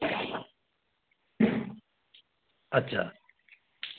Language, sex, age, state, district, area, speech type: Bengali, male, 45-60, West Bengal, Birbhum, urban, conversation